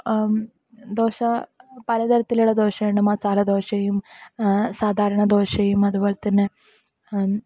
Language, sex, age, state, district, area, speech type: Malayalam, female, 18-30, Kerala, Kasaragod, rural, spontaneous